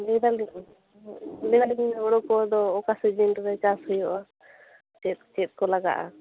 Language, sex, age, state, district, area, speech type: Santali, female, 30-45, West Bengal, Bankura, rural, conversation